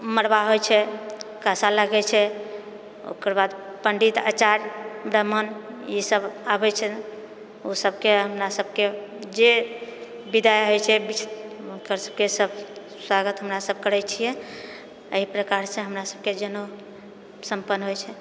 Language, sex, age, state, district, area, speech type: Maithili, female, 60+, Bihar, Purnia, rural, spontaneous